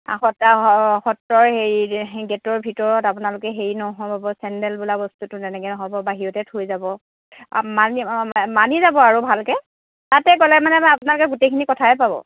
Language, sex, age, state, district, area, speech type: Assamese, female, 60+, Assam, Lakhimpur, urban, conversation